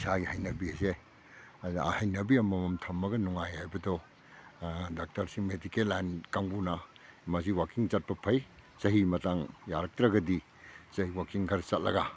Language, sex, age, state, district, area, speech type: Manipuri, male, 60+, Manipur, Kakching, rural, spontaneous